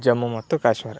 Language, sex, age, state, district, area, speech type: Kannada, male, 18-30, Karnataka, Tumkur, rural, spontaneous